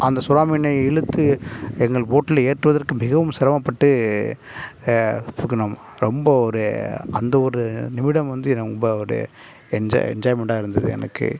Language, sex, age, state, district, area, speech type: Tamil, male, 30-45, Tamil Nadu, Nagapattinam, rural, spontaneous